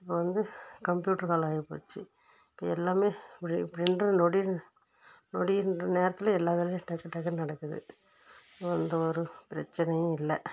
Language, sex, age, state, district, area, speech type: Tamil, female, 30-45, Tamil Nadu, Tirupattur, rural, spontaneous